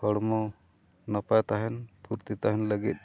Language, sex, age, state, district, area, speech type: Santali, male, 45-60, Odisha, Mayurbhanj, rural, spontaneous